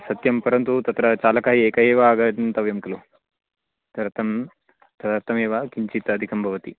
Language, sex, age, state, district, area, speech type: Sanskrit, male, 18-30, Karnataka, Chikkamagaluru, rural, conversation